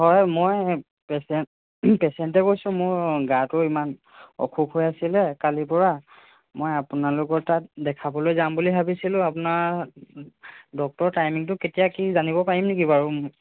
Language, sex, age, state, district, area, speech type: Assamese, male, 18-30, Assam, Jorhat, urban, conversation